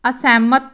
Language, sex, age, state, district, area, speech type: Punjabi, female, 30-45, Punjab, Tarn Taran, rural, read